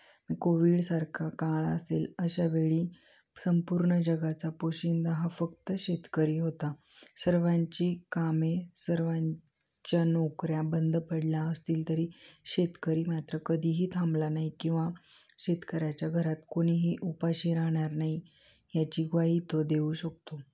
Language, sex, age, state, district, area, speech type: Marathi, female, 18-30, Maharashtra, Ahmednagar, urban, spontaneous